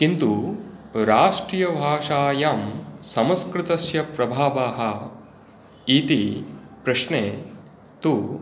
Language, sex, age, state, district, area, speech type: Sanskrit, male, 45-60, West Bengal, Hooghly, rural, spontaneous